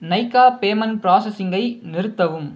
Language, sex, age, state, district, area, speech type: Tamil, male, 30-45, Tamil Nadu, Cuddalore, urban, read